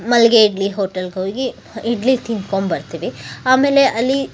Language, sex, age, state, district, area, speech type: Kannada, female, 18-30, Karnataka, Tumkur, rural, spontaneous